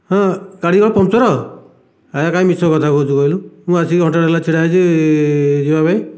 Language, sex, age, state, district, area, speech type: Odia, male, 45-60, Odisha, Dhenkanal, rural, spontaneous